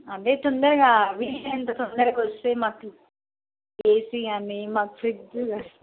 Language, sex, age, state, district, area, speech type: Telugu, female, 45-60, Telangana, Nalgonda, urban, conversation